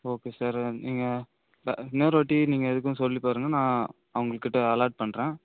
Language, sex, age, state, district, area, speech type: Tamil, male, 30-45, Tamil Nadu, Ariyalur, rural, conversation